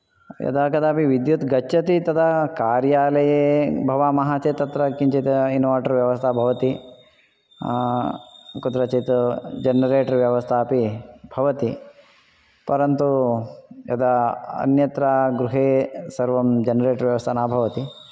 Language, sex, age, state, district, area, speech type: Sanskrit, male, 45-60, Karnataka, Shimoga, urban, spontaneous